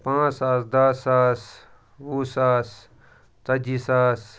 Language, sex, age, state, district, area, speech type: Kashmiri, male, 18-30, Jammu and Kashmir, Srinagar, urban, spontaneous